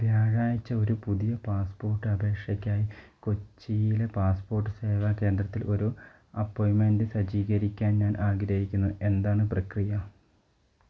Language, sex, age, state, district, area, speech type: Malayalam, male, 30-45, Kerala, Wayanad, rural, read